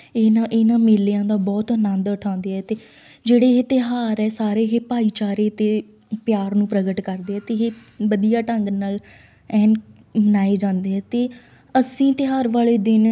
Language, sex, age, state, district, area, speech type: Punjabi, female, 18-30, Punjab, Shaheed Bhagat Singh Nagar, rural, spontaneous